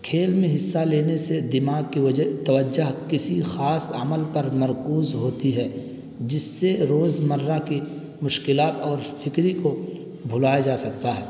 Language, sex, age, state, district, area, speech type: Urdu, male, 18-30, Uttar Pradesh, Balrampur, rural, spontaneous